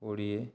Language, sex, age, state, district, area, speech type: Odia, male, 30-45, Odisha, Dhenkanal, rural, spontaneous